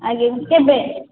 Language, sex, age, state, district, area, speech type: Odia, female, 18-30, Odisha, Nayagarh, rural, conversation